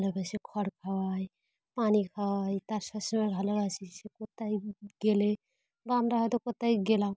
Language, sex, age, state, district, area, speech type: Bengali, female, 30-45, West Bengal, Dakshin Dinajpur, urban, spontaneous